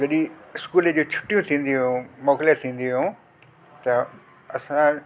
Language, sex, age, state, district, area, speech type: Sindhi, male, 60+, Delhi, South Delhi, urban, spontaneous